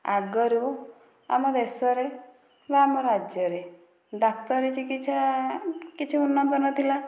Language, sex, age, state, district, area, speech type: Odia, female, 30-45, Odisha, Dhenkanal, rural, spontaneous